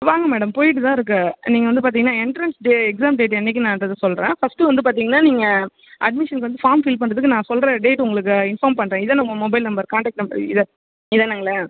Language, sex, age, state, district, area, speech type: Tamil, female, 18-30, Tamil Nadu, Viluppuram, rural, conversation